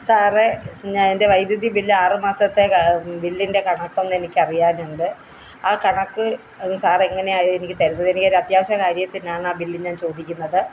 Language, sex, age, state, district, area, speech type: Malayalam, female, 60+, Kerala, Kollam, rural, spontaneous